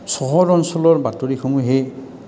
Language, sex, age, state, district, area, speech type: Assamese, male, 60+, Assam, Goalpara, rural, spontaneous